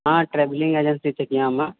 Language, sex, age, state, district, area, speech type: Maithili, male, 30-45, Bihar, Purnia, urban, conversation